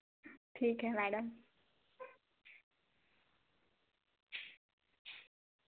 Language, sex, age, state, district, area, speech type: Hindi, female, 18-30, Madhya Pradesh, Betul, rural, conversation